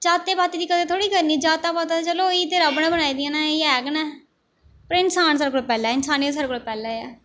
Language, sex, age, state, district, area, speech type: Dogri, female, 18-30, Jammu and Kashmir, Jammu, rural, spontaneous